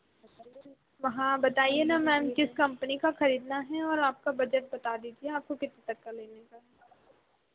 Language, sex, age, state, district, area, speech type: Hindi, female, 18-30, Madhya Pradesh, Chhindwara, urban, conversation